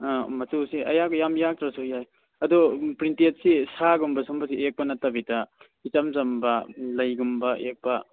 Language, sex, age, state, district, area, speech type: Manipuri, male, 18-30, Manipur, Kangpokpi, urban, conversation